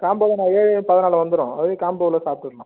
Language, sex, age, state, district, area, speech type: Tamil, male, 30-45, Tamil Nadu, Cuddalore, rural, conversation